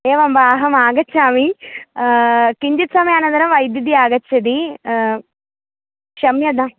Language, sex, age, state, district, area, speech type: Sanskrit, female, 18-30, Kerala, Thrissur, rural, conversation